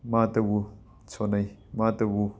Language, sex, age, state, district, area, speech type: Manipuri, male, 18-30, Manipur, Imphal West, rural, spontaneous